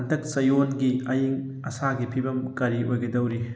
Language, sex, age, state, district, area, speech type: Manipuri, male, 18-30, Manipur, Thoubal, rural, read